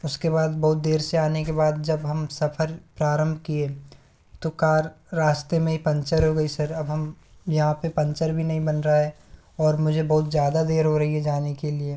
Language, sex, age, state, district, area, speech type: Hindi, male, 45-60, Madhya Pradesh, Bhopal, rural, spontaneous